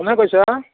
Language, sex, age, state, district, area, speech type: Assamese, male, 60+, Assam, Udalguri, rural, conversation